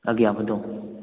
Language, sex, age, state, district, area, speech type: Sindhi, male, 18-30, Gujarat, Junagadh, urban, conversation